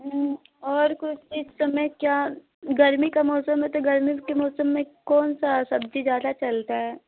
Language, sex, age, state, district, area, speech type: Hindi, female, 18-30, Uttar Pradesh, Azamgarh, urban, conversation